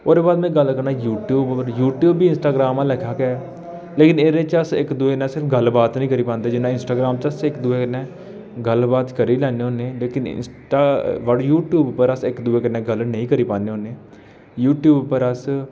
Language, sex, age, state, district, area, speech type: Dogri, male, 18-30, Jammu and Kashmir, Jammu, rural, spontaneous